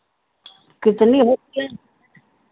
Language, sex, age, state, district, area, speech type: Hindi, female, 60+, Uttar Pradesh, Sitapur, rural, conversation